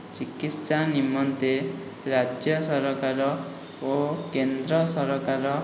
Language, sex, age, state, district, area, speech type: Odia, male, 18-30, Odisha, Khordha, rural, spontaneous